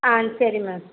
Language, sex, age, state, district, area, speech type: Tamil, female, 45-60, Tamil Nadu, Thoothukudi, rural, conversation